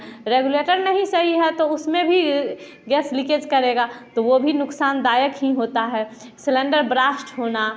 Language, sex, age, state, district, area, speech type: Hindi, female, 18-30, Bihar, Samastipur, rural, spontaneous